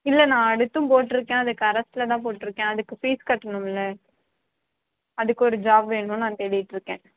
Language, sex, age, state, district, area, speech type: Tamil, female, 30-45, Tamil Nadu, Tiruvarur, rural, conversation